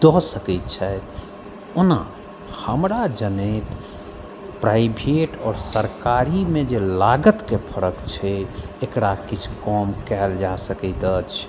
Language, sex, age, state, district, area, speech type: Maithili, male, 45-60, Bihar, Madhubani, rural, spontaneous